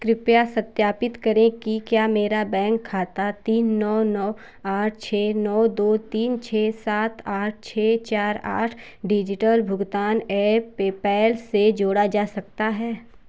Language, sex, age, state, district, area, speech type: Hindi, female, 18-30, Uttar Pradesh, Chandauli, urban, read